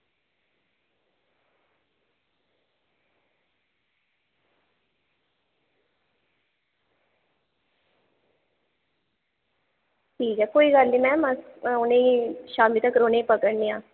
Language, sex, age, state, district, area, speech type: Dogri, female, 18-30, Jammu and Kashmir, Kathua, rural, conversation